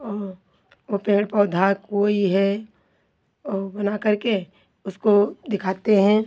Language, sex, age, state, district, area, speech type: Hindi, female, 45-60, Uttar Pradesh, Hardoi, rural, spontaneous